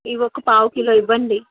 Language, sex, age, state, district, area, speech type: Telugu, female, 18-30, Andhra Pradesh, Krishna, urban, conversation